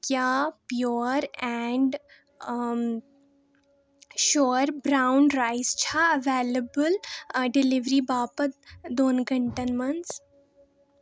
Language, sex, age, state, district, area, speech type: Kashmiri, female, 18-30, Jammu and Kashmir, Baramulla, rural, read